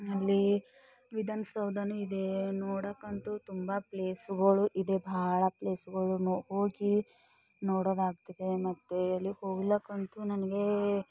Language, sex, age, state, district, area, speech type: Kannada, female, 45-60, Karnataka, Bidar, rural, spontaneous